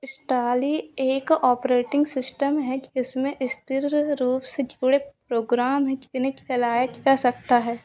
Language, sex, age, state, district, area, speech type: Hindi, female, 18-30, Madhya Pradesh, Narsinghpur, rural, read